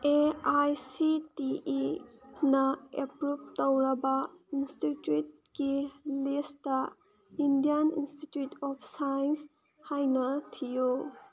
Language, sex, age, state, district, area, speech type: Manipuri, female, 30-45, Manipur, Senapati, rural, read